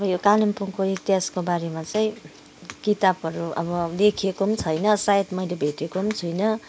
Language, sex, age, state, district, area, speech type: Nepali, female, 45-60, West Bengal, Kalimpong, rural, spontaneous